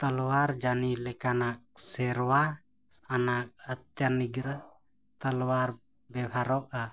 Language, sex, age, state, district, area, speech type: Santali, male, 30-45, Jharkhand, East Singhbhum, rural, read